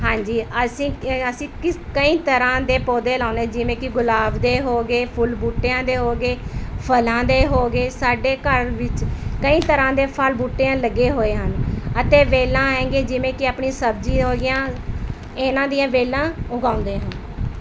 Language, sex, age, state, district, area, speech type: Punjabi, female, 30-45, Punjab, Mohali, urban, spontaneous